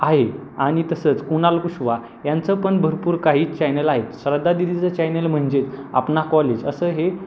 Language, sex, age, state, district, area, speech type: Marathi, male, 18-30, Maharashtra, Pune, urban, spontaneous